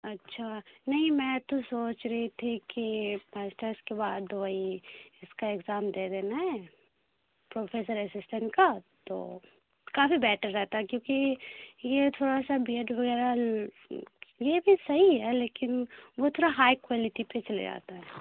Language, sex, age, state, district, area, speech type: Urdu, female, 18-30, Bihar, Khagaria, rural, conversation